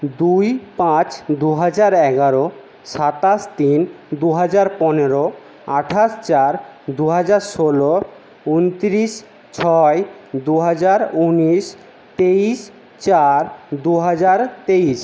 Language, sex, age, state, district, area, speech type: Bengali, male, 60+, West Bengal, Jhargram, rural, spontaneous